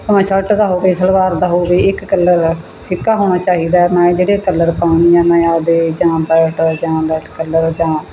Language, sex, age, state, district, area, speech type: Punjabi, female, 60+, Punjab, Bathinda, rural, spontaneous